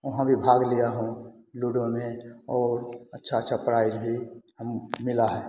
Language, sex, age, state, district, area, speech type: Hindi, male, 60+, Bihar, Begusarai, urban, spontaneous